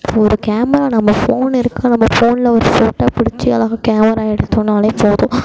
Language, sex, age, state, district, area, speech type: Tamil, female, 18-30, Tamil Nadu, Mayiladuthurai, urban, spontaneous